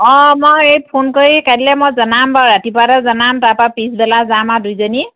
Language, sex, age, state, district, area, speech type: Assamese, female, 45-60, Assam, Jorhat, urban, conversation